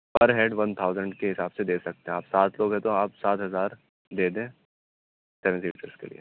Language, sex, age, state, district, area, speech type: Urdu, male, 30-45, Uttar Pradesh, Aligarh, urban, conversation